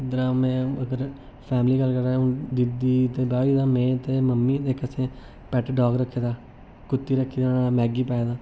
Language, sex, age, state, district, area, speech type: Dogri, male, 18-30, Jammu and Kashmir, Reasi, urban, spontaneous